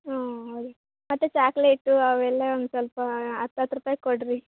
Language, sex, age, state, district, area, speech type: Kannada, female, 18-30, Karnataka, Chikkaballapur, rural, conversation